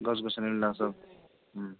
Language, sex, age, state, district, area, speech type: Assamese, male, 45-60, Assam, Nagaon, rural, conversation